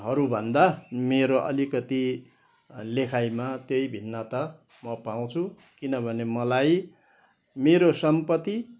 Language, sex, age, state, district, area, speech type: Nepali, male, 60+, West Bengal, Kalimpong, rural, spontaneous